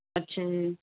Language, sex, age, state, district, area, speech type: Punjabi, female, 45-60, Punjab, Barnala, urban, conversation